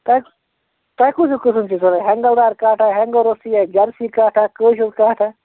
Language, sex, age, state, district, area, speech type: Kashmiri, male, 30-45, Jammu and Kashmir, Bandipora, rural, conversation